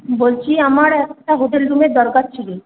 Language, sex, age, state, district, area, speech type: Bengali, female, 30-45, West Bengal, Purba Bardhaman, urban, conversation